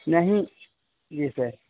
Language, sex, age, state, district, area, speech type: Urdu, male, 30-45, Bihar, Khagaria, urban, conversation